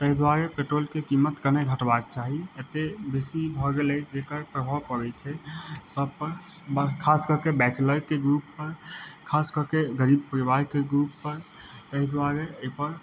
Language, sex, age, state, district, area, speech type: Maithili, male, 30-45, Bihar, Madhubani, rural, spontaneous